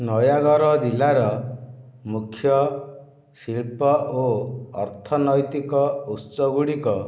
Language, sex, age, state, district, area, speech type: Odia, male, 60+, Odisha, Nayagarh, rural, spontaneous